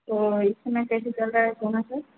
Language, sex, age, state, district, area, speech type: Hindi, female, 45-60, Uttar Pradesh, Azamgarh, rural, conversation